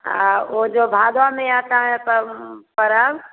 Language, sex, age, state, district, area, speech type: Hindi, female, 60+, Bihar, Begusarai, rural, conversation